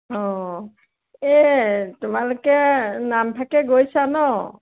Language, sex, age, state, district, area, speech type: Assamese, female, 60+, Assam, Dibrugarh, urban, conversation